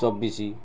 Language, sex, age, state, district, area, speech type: Odia, male, 45-60, Odisha, Kendrapara, urban, spontaneous